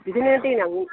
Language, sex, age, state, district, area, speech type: Bodo, female, 60+, Assam, Chirang, rural, conversation